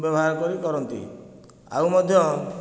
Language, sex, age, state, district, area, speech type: Odia, male, 45-60, Odisha, Nayagarh, rural, spontaneous